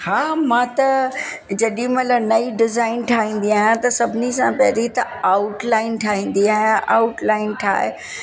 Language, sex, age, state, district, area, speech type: Sindhi, female, 60+, Uttar Pradesh, Lucknow, rural, spontaneous